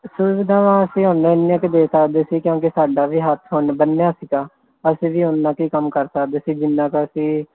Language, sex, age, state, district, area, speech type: Punjabi, male, 18-30, Punjab, Firozpur, urban, conversation